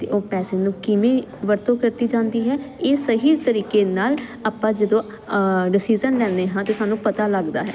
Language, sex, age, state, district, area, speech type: Punjabi, female, 18-30, Punjab, Jalandhar, urban, spontaneous